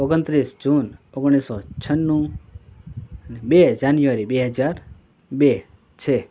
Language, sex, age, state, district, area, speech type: Gujarati, male, 60+, Gujarat, Morbi, rural, spontaneous